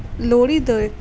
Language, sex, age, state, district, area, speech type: Punjabi, female, 18-30, Punjab, Rupnagar, rural, spontaneous